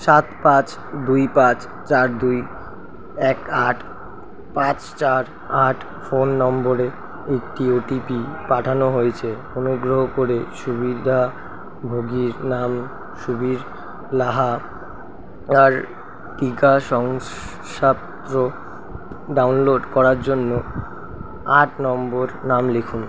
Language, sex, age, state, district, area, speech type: Bengali, male, 30-45, West Bengal, Kolkata, urban, read